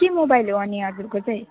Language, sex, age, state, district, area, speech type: Nepali, female, 18-30, West Bengal, Alipurduar, urban, conversation